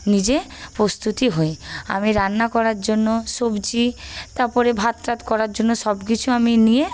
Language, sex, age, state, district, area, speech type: Bengali, female, 18-30, West Bengal, Paschim Medinipur, urban, spontaneous